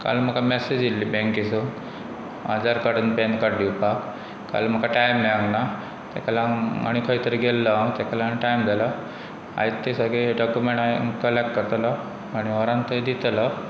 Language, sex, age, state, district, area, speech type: Goan Konkani, male, 45-60, Goa, Pernem, rural, spontaneous